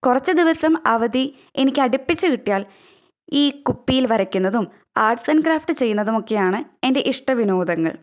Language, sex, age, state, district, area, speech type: Malayalam, female, 18-30, Kerala, Thrissur, rural, spontaneous